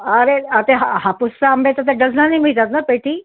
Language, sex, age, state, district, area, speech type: Marathi, female, 30-45, Maharashtra, Amravati, urban, conversation